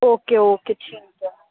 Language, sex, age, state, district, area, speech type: Hindi, female, 18-30, Rajasthan, Jodhpur, urban, conversation